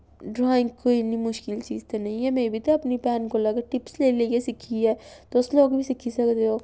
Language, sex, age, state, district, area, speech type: Dogri, female, 18-30, Jammu and Kashmir, Samba, rural, spontaneous